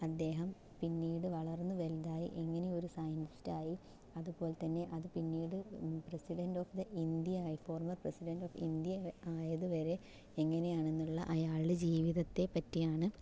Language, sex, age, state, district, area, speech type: Malayalam, female, 18-30, Kerala, Palakkad, rural, spontaneous